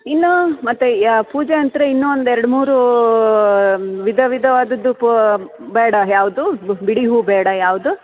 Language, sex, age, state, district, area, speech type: Kannada, female, 45-60, Karnataka, Bellary, urban, conversation